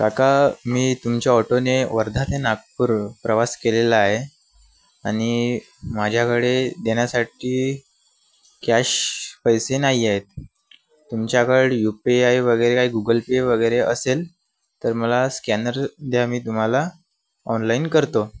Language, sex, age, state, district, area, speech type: Marathi, male, 18-30, Maharashtra, Wardha, urban, spontaneous